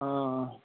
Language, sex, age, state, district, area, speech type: Punjabi, male, 18-30, Punjab, Barnala, rural, conversation